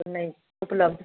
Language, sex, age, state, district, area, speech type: Maithili, female, 30-45, Bihar, Madhubani, rural, conversation